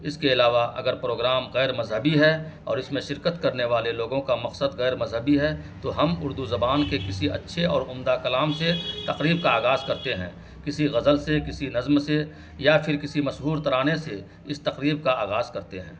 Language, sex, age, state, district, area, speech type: Urdu, male, 45-60, Bihar, Araria, rural, spontaneous